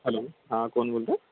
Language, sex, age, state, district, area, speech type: Marathi, male, 18-30, Maharashtra, Ratnagiri, rural, conversation